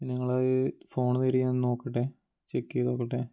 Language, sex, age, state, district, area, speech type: Malayalam, male, 18-30, Kerala, Wayanad, rural, spontaneous